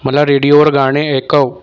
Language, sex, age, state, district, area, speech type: Marathi, male, 30-45, Maharashtra, Nagpur, rural, read